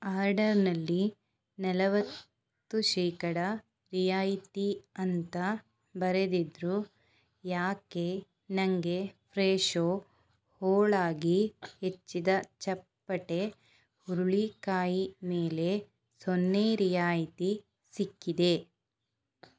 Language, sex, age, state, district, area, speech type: Kannada, female, 18-30, Karnataka, Shimoga, rural, read